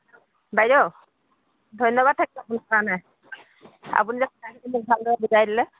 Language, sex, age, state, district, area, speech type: Assamese, female, 45-60, Assam, Dhemaji, rural, conversation